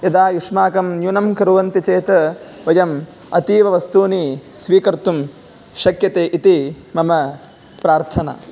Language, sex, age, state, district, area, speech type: Sanskrit, male, 18-30, Karnataka, Gadag, rural, spontaneous